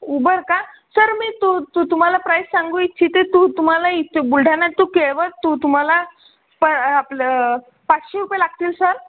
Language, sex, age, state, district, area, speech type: Marathi, male, 60+, Maharashtra, Buldhana, rural, conversation